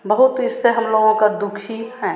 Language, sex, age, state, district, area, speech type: Hindi, female, 45-60, Bihar, Samastipur, rural, spontaneous